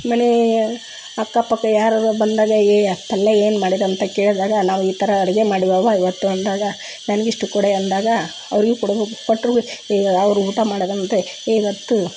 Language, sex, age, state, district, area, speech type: Kannada, female, 45-60, Karnataka, Koppal, rural, spontaneous